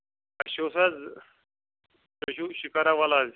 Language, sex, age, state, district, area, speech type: Kashmiri, male, 18-30, Jammu and Kashmir, Pulwama, rural, conversation